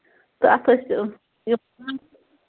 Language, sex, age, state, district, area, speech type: Kashmiri, female, 30-45, Jammu and Kashmir, Bandipora, rural, conversation